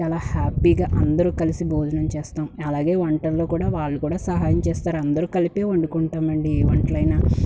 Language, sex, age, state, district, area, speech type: Telugu, female, 18-30, Andhra Pradesh, Guntur, urban, spontaneous